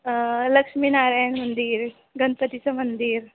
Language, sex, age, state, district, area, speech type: Marathi, female, 30-45, Maharashtra, Nagpur, rural, conversation